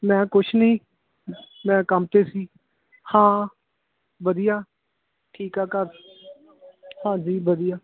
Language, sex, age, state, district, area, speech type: Punjabi, male, 30-45, Punjab, Hoshiarpur, urban, conversation